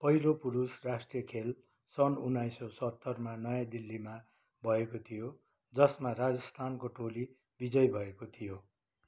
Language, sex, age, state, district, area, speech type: Nepali, male, 60+, West Bengal, Kalimpong, rural, read